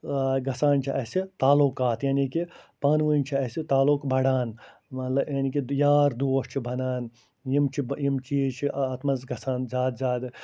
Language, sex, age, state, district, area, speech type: Kashmiri, male, 45-60, Jammu and Kashmir, Ganderbal, rural, spontaneous